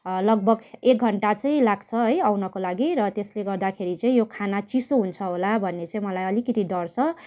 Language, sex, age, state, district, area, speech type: Nepali, female, 30-45, West Bengal, Kalimpong, rural, spontaneous